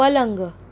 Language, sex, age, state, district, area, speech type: Marathi, female, 18-30, Maharashtra, Mumbai Suburban, urban, read